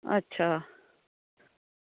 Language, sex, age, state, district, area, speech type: Dogri, female, 30-45, Jammu and Kashmir, Samba, rural, conversation